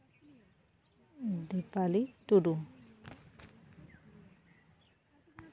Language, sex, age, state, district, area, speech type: Santali, female, 30-45, West Bengal, Jhargram, rural, spontaneous